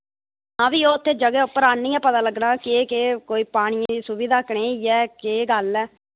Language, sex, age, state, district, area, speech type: Dogri, female, 30-45, Jammu and Kashmir, Reasi, rural, conversation